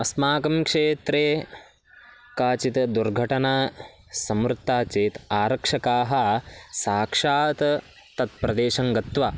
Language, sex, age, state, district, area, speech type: Sanskrit, male, 18-30, Karnataka, Bagalkot, rural, spontaneous